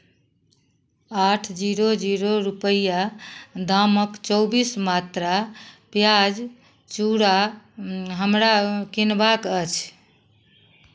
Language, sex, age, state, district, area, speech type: Maithili, female, 60+, Bihar, Madhubani, rural, read